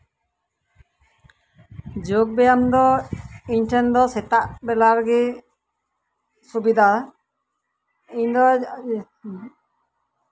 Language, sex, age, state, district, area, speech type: Santali, female, 60+, West Bengal, Birbhum, rural, spontaneous